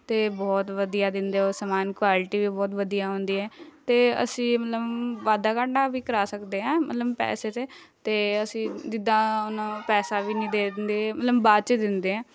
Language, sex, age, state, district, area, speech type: Punjabi, female, 18-30, Punjab, Shaheed Bhagat Singh Nagar, rural, spontaneous